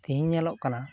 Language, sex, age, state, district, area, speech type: Santali, male, 30-45, West Bengal, Uttar Dinajpur, rural, spontaneous